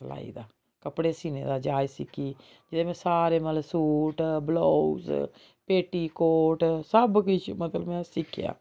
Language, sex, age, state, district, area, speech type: Dogri, female, 45-60, Jammu and Kashmir, Jammu, urban, spontaneous